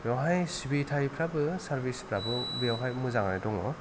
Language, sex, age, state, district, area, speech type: Bodo, male, 30-45, Assam, Kokrajhar, rural, spontaneous